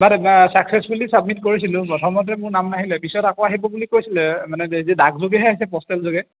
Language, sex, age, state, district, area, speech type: Assamese, male, 18-30, Assam, Majuli, urban, conversation